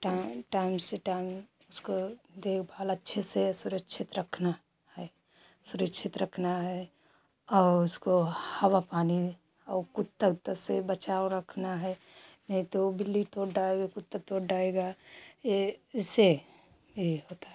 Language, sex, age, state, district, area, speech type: Hindi, female, 45-60, Uttar Pradesh, Pratapgarh, rural, spontaneous